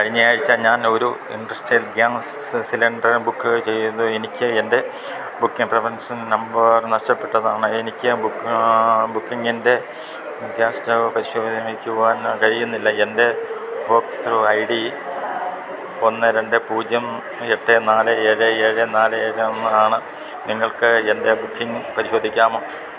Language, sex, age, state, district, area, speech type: Malayalam, male, 60+, Kerala, Idukki, rural, read